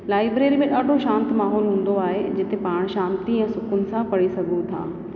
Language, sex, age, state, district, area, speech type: Sindhi, female, 30-45, Rajasthan, Ajmer, urban, spontaneous